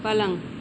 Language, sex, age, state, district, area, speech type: Hindi, female, 30-45, Uttar Pradesh, Mau, rural, read